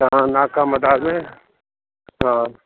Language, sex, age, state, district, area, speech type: Sindhi, male, 60+, Rajasthan, Ajmer, urban, conversation